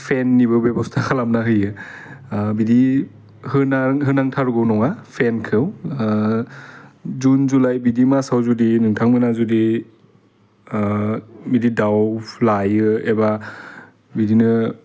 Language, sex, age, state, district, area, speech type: Bodo, male, 30-45, Assam, Udalguri, urban, spontaneous